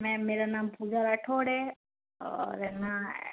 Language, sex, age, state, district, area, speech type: Hindi, female, 30-45, Rajasthan, Jodhpur, urban, conversation